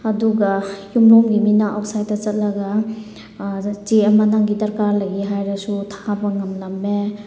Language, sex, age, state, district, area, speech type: Manipuri, female, 30-45, Manipur, Chandel, rural, spontaneous